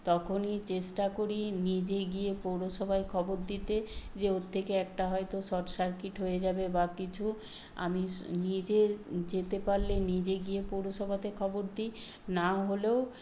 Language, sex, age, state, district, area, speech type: Bengali, female, 60+, West Bengal, Nadia, rural, spontaneous